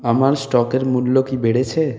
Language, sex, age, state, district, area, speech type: Bengali, male, 45-60, West Bengal, Purulia, urban, read